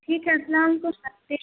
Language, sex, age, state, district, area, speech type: Urdu, female, 18-30, Bihar, Khagaria, rural, conversation